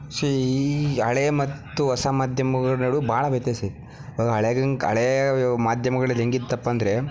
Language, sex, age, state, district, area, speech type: Kannada, male, 18-30, Karnataka, Dharwad, urban, spontaneous